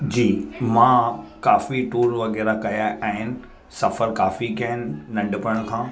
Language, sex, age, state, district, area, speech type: Sindhi, male, 30-45, Gujarat, Surat, urban, spontaneous